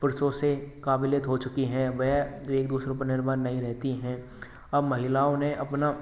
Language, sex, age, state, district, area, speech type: Hindi, male, 18-30, Rajasthan, Bharatpur, rural, spontaneous